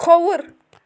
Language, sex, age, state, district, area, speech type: Kashmiri, female, 18-30, Jammu and Kashmir, Anantnag, rural, read